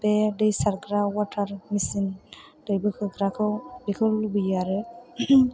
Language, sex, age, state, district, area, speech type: Bodo, female, 18-30, Assam, Chirang, urban, spontaneous